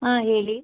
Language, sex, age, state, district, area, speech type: Kannada, female, 18-30, Karnataka, Chikkaballapur, rural, conversation